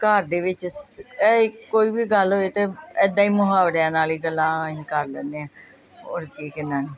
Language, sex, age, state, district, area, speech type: Punjabi, female, 45-60, Punjab, Gurdaspur, urban, spontaneous